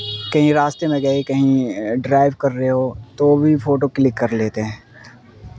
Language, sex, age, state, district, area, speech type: Urdu, male, 18-30, Bihar, Supaul, rural, spontaneous